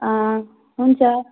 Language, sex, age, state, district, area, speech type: Nepali, female, 18-30, West Bengal, Darjeeling, rural, conversation